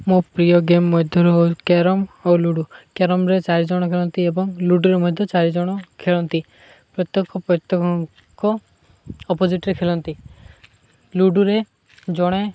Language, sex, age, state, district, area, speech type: Odia, male, 18-30, Odisha, Malkangiri, urban, spontaneous